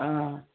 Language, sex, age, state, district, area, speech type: Assamese, female, 60+, Assam, Udalguri, rural, conversation